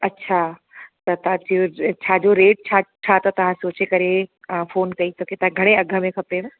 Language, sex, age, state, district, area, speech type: Sindhi, female, 30-45, Uttar Pradesh, Lucknow, urban, conversation